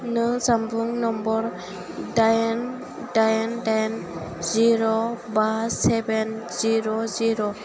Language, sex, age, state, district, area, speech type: Bodo, female, 18-30, Assam, Chirang, rural, read